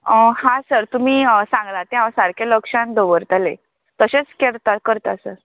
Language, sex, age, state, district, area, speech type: Goan Konkani, female, 18-30, Goa, Tiswadi, rural, conversation